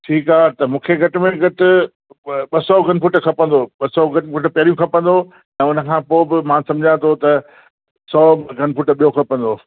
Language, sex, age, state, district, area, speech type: Sindhi, male, 60+, Gujarat, Kutch, urban, conversation